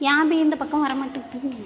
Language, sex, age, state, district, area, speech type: Tamil, female, 18-30, Tamil Nadu, Thanjavur, rural, spontaneous